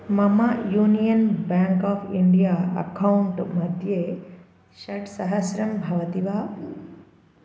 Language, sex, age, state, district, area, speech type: Sanskrit, female, 30-45, Andhra Pradesh, Bapatla, urban, read